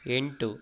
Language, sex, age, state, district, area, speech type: Kannada, male, 18-30, Karnataka, Kodagu, rural, read